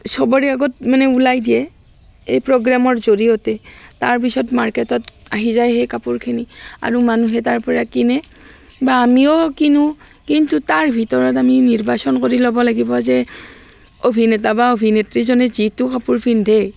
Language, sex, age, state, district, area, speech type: Assamese, female, 45-60, Assam, Barpeta, rural, spontaneous